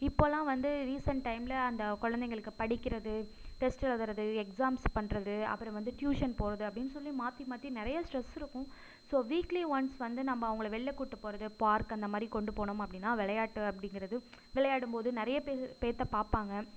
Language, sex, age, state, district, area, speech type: Tamil, female, 45-60, Tamil Nadu, Mayiladuthurai, rural, spontaneous